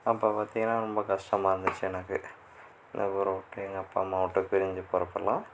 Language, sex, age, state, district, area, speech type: Tamil, male, 45-60, Tamil Nadu, Sivaganga, rural, spontaneous